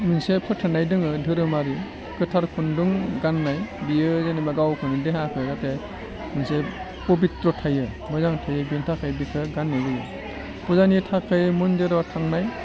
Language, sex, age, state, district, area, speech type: Bodo, male, 45-60, Assam, Udalguri, urban, spontaneous